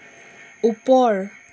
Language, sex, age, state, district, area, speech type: Assamese, female, 45-60, Assam, Dibrugarh, rural, read